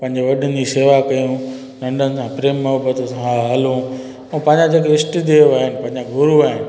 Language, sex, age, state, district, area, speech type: Sindhi, male, 45-60, Gujarat, Junagadh, urban, spontaneous